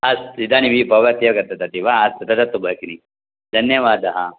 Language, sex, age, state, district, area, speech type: Sanskrit, male, 45-60, Karnataka, Bangalore Urban, urban, conversation